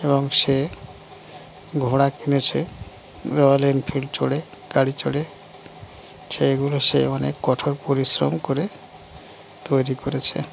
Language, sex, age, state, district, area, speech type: Bengali, male, 30-45, West Bengal, Dakshin Dinajpur, urban, spontaneous